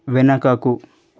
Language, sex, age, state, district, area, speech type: Telugu, male, 18-30, Telangana, Medchal, urban, read